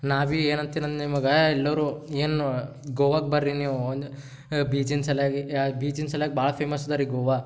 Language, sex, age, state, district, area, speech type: Kannada, male, 18-30, Karnataka, Gulbarga, urban, spontaneous